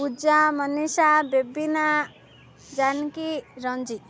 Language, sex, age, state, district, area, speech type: Odia, female, 18-30, Odisha, Koraput, urban, spontaneous